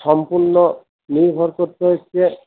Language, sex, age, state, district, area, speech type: Bengali, male, 60+, West Bengal, Purba Bardhaman, urban, conversation